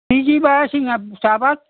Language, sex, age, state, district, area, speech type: Assamese, male, 60+, Assam, Dhemaji, rural, conversation